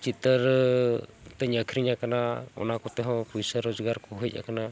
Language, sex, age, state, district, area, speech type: Santali, male, 45-60, Jharkhand, Bokaro, rural, spontaneous